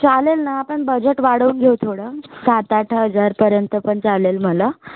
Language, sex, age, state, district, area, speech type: Marathi, female, 18-30, Maharashtra, Nagpur, urban, conversation